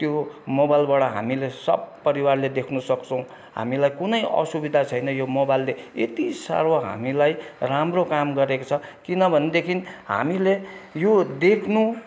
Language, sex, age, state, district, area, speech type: Nepali, male, 60+, West Bengal, Kalimpong, rural, spontaneous